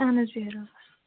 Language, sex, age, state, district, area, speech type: Kashmiri, female, 30-45, Jammu and Kashmir, Shopian, urban, conversation